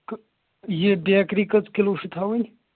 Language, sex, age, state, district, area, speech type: Kashmiri, male, 18-30, Jammu and Kashmir, Anantnag, rural, conversation